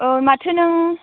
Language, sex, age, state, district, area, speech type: Bodo, female, 18-30, Assam, Chirang, rural, conversation